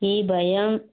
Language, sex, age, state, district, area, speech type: Telugu, female, 60+, Andhra Pradesh, West Godavari, rural, conversation